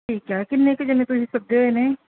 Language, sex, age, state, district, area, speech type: Punjabi, female, 30-45, Punjab, Gurdaspur, rural, conversation